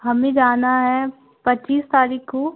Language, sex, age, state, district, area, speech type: Hindi, female, 18-30, Madhya Pradesh, Gwalior, rural, conversation